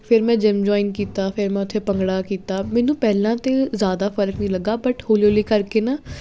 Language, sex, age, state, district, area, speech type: Punjabi, female, 18-30, Punjab, Jalandhar, urban, spontaneous